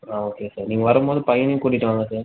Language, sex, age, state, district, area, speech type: Tamil, male, 18-30, Tamil Nadu, Cuddalore, urban, conversation